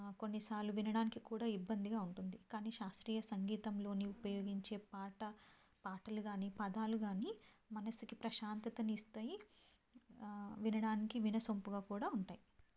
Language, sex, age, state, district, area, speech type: Telugu, female, 18-30, Telangana, Karimnagar, rural, spontaneous